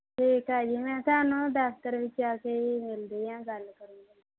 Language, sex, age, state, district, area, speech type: Punjabi, female, 45-60, Punjab, Mohali, rural, conversation